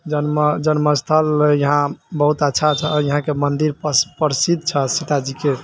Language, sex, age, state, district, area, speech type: Maithili, male, 18-30, Bihar, Sitamarhi, rural, spontaneous